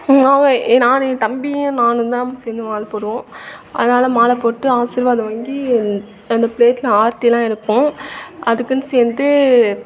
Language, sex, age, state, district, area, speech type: Tamil, female, 18-30, Tamil Nadu, Thanjavur, urban, spontaneous